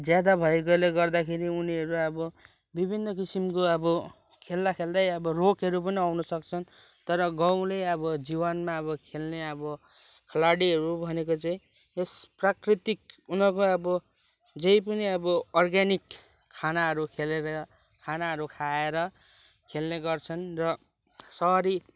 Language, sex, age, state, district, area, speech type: Nepali, male, 18-30, West Bengal, Kalimpong, rural, spontaneous